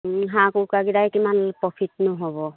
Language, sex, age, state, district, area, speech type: Assamese, female, 60+, Assam, Dibrugarh, rural, conversation